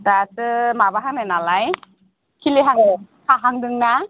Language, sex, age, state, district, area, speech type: Bodo, female, 45-60, Assam, Udalguri, rural, conversation